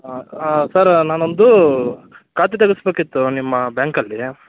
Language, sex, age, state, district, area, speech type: Kannada, male, 18-30, Karnataka, Davanagere, rural, conversation